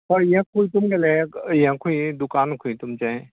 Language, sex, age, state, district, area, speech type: Goan Konkani, male, 60+, Goa, Canacona, rural, conversation